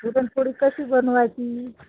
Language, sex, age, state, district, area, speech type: Marathi, female, 30-45, Maharashtra, Washim, rural, conversation